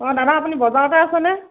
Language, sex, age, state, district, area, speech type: Assamese, female, 30-45, Assam, Nagaon, rural, conversation